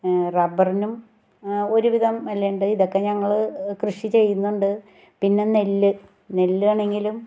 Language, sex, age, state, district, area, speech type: Malayalam, female, 60+, Kerala, Ernakulam, rural, spontaneous